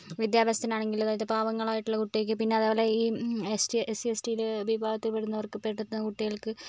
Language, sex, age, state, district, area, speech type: Malayalam, female, 45-60, Kerala, Wayanad, rural, spontaneous